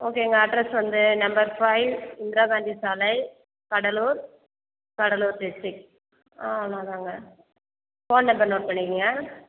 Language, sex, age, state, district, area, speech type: Tamil, female, 45-60, Tamil Nadu, Cuddalore, rural, conversation